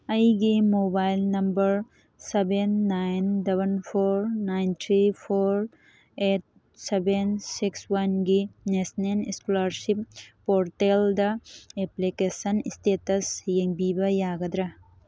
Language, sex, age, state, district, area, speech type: Manipuri, female, 18-30, Manipur, Thoubal, rural, read